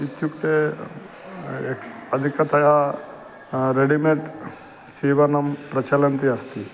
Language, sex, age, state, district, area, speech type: Sanskrit, male, 45-60, Telangana, Karimnagar, urban, spontaneous